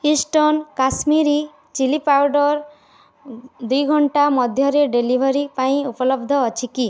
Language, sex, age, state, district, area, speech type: Odia, female, 18-30, Odisha, Bargarh, urban, read